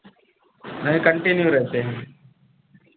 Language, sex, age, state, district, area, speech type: Hindi, male, 45-60, Uttar Pradesh, Ayodhya, rural, conversation